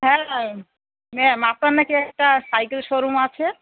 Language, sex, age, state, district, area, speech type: Bengali, female, 45-60, West Bengal, Darjeeling, urban, conversation